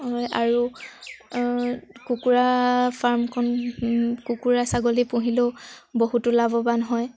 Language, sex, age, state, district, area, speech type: Assamese, female, 18-30, Assam, Sivasagar, rural, spontaneous